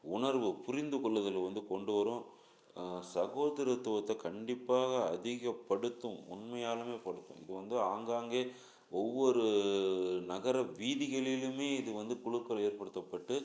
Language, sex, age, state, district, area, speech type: Tamil, male, 45-60, Tamil Nadu, Salem, urban, spontaneous